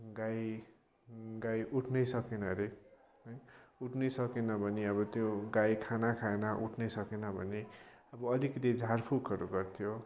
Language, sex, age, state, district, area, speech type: Nepali, male, 18-30, West Bengal, Kalimpong, rural, spontaneous